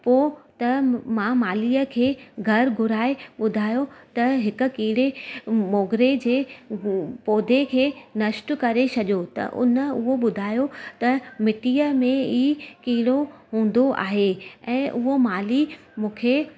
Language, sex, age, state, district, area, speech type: Sindhi, female, 30-45, Gujarat, Surat, urban, spontaneous